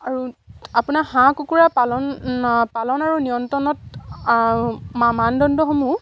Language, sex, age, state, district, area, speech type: Assamese, female, 45-60, Assam, Dibrugarh, rural, spontaneous